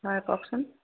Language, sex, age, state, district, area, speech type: Assamese, female, 30-45, Assam, Sivasagar, rural, conversation